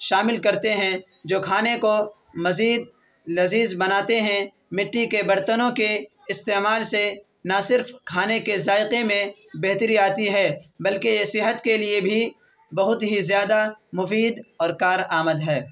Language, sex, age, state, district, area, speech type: Urdu, male, 18-30, Bihar, Purnia, rural, spontaneous